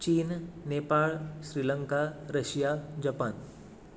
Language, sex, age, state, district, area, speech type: Goan Konkani, male, 18-30, Goa, Tiswadi, rural, spontaneous